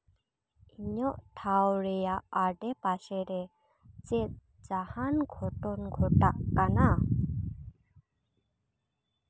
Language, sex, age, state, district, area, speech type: Santali, female, 18-30, West Bengal, Paschim Bardhaman, rural, read